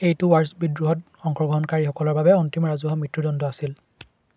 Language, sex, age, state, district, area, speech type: Assamese, male, 18-30, Assam, Charaideo, urban, read